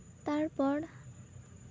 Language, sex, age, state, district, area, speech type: Santali, female, 18-30, West Bengal, Purba Bardhaman, rural, spontaneous